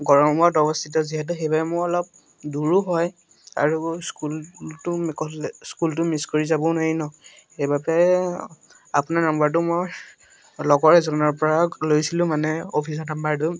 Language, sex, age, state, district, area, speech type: Assamese, male, 18-30, Assam, Majuli, urban, spontaneous